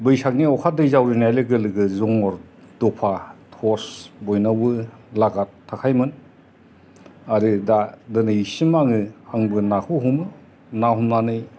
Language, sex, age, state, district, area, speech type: Bodo, male, 60+, Assam, Kokrajhar, urban, spontaneous